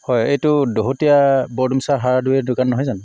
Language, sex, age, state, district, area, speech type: Assamese, male, 45-60, Assam, Tinsukia, rural, spontaneous